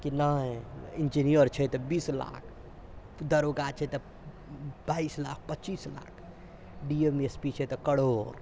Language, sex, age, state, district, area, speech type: Maithili, male, 60+, Bihar, Purnia, urban, spontaneous